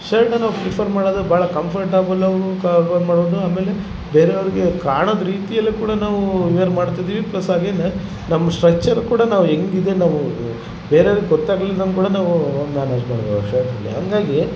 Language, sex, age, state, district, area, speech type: Kannada, male, 30-45, Karnataka, Vijayanagara, rural, spontaneous